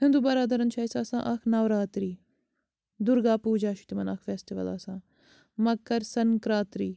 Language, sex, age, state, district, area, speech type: Kashmiri, female, 45-60, Jammu and Kashmir, Bandipora, rural, spontaneous